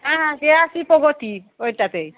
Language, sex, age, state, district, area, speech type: Bengali, female, 45-60, West Bengal, Darjeeling, urban, conversation